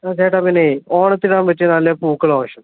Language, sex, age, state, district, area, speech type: Malayalam, male, 30-45, Kerala, Palakkad, rural, conversation